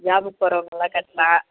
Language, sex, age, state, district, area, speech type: Tamil, female, 60+, Tamil Nadu, Ariyalur, rural, conversation